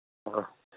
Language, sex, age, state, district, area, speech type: Manipuri, male, 18-30, Manipur, Chandel, rural, conversation